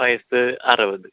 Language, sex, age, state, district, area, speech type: Malayalam, male, 18-30, Kerala, Thrissur, urban, conversation